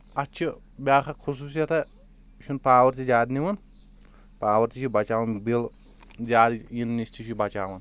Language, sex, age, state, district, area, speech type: Kashmiri, male, 18-30, Jammu and Kashmir, Shopian, rural, spontaneous